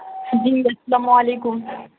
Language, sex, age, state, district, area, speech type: Urdu, female, 18-30, Bihar, Supaul, rural, conversation